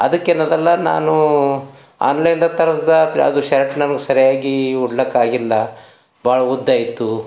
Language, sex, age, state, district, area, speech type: Kannada, male, 60+, Karnataka, Bidar, urban, spontaneous